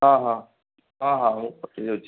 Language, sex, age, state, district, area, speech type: Odia, male, 18-30, Odisha, Puri, urban, conversation